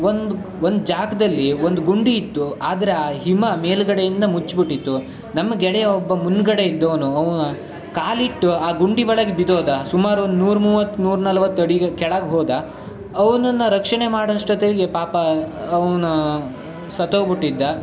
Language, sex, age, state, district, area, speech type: Kannada, male, 18-30, Karnataka, Shimoga, rural, spontaneous